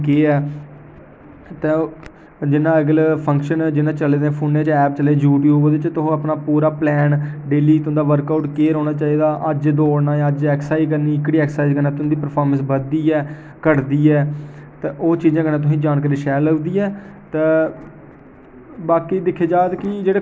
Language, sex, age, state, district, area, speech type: Dogri, male, 18-30, Jammu and Kashmir, Jammu, urban, spontaneous